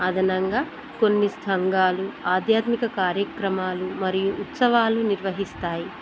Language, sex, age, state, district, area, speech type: Telugu, female, 30-45, Telangana, Hanamkonda, urban, spontaneous